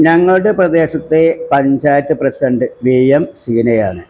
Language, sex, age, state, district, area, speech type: Malayalam, male, 60+, Kerala, Malappuram, rural, spontaneous